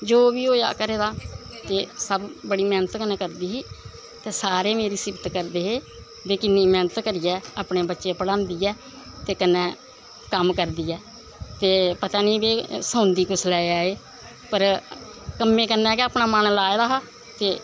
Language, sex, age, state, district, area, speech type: Dogri, female, 60+, Jammu and Kashmir, Samba, rural, spontaneous